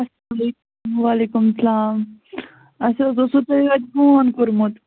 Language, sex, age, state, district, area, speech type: Kashmiri, female, 18-30, Jammu and Kashmir, Budgam, rural, conversation